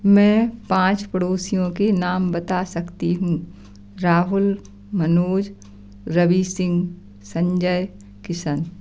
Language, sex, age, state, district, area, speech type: Hindi, female, 60+, Madhya Pradesh, Gwalior, rural, spontaneous